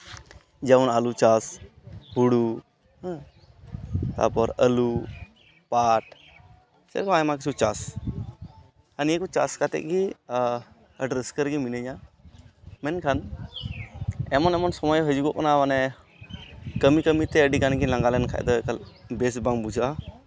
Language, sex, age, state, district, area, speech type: Santali, male, 18-30, West Bengal, Malda, rural, spontaneous